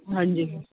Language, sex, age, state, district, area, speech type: Punjabi, female, 30-45, Punjab, Kapurthala, urban, conversation